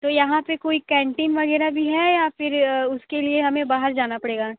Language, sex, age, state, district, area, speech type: Hindi, female, 30-45, Uttar Pradesh, Sonbhadra, rural, conversation